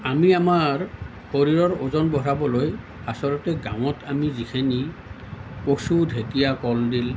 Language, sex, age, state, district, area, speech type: Assamese, male, 45-60, Assam, Nalbari, rural, spontaneous